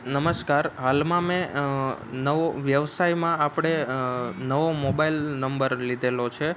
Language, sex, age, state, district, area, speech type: Gujarati, male, 18-30, Gujarat, Ahmedabad, urban, spontaneous